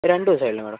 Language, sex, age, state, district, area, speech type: Malayalam, male, 18-30, Kerala, Kozhikode, urban, conversation